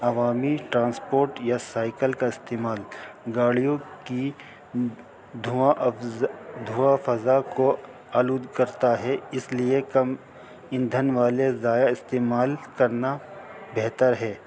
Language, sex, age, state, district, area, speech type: Urdu, male, 45-60, Delhi, North East Delhi, urban, spontaneous